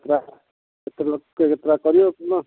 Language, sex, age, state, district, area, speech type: Odia, male, 60+, Odisha, Gajapati, rural, conversation